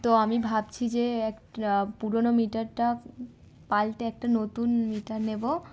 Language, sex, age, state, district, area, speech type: Bengali, female, 18-30, West Bengal, Darjeeling, urban, spontaneous